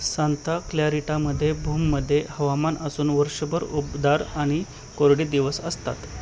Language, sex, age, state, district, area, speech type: Marathi, male, 30-45, Maharashtra, Osmanabad, rural, read